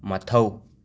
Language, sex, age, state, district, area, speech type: Manipuri, male, 30-45, Manipur, Imphal West, urban, read